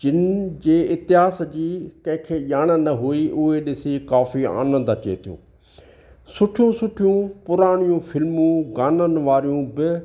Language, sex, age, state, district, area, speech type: Sindhi, male, 60+, Maharashtra, Thane, urban, spontaneous